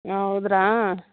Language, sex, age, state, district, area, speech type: Kannada, female, 30-45, Karnataka, Mandya, rural, conversation